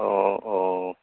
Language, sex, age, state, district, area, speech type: Assamese, male, 60+, Assam, Lakhimpur, urban, conversation